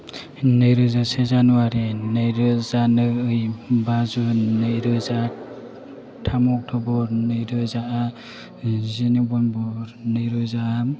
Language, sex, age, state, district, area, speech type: Bodo, male, 18-30, Assam, Chirang, rural, spontaneous